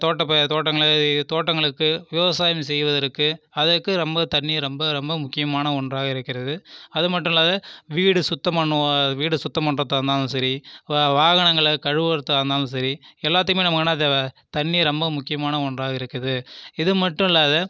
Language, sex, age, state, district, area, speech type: Tamil, male, 30-45, Tamil Nadu, Viluppuram, rural, spontaneous